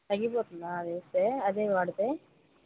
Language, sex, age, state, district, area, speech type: Telugu, female, 18-30, Andhra Pradesh, Kadapa, rural, conversation